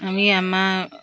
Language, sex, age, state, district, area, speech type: Assamese, female, 60+, Assam, Morigaon, rural, spontaneous